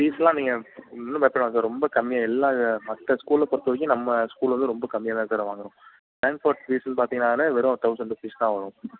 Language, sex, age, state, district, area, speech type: Tamil, male, 30-45, Tamil Nadu, Mayiladuthurai, urban, conversation